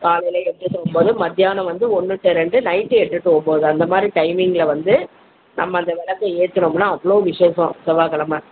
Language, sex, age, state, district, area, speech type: Tamil, female, 60+, Tamil Nadu, Virudhunagar, rural, conversation